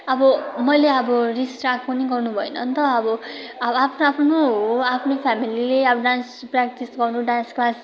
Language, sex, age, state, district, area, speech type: Nepali, female, 18-30, West Bengal, Darjeeling, rural, spontaneous